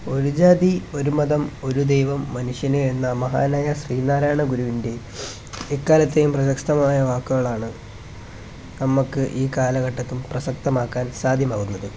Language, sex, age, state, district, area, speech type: Malayalam, male, 18-30, Kerala, Kollam, rural, spontaneous